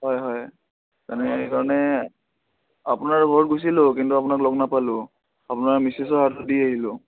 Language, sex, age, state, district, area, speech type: Assamese, male, 18-30, Assam, Udalguri, rural, conversation